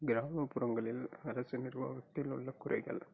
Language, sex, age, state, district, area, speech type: Tamil, male, 18-30, Tamil Nadu, Coimbatore, rural, spontaneous